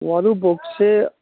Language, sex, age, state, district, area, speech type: Manipuri, male, 45-60, Manipur, Kangpokpi, urban, conversation